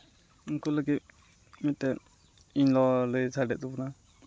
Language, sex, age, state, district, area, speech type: Santali, male, 18-30, West Bengal, Uttar Dinajpur, rural, spontaneous